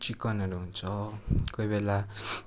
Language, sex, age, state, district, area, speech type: Nepali, male, 18-30, West Bengal, Darjeeling, rural, spontaneous